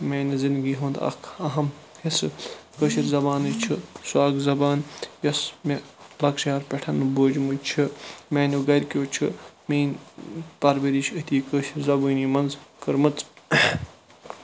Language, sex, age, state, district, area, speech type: Kashmiri, male, 45-60, Jammu and Kashmir, Bandipora, rural, spontaneous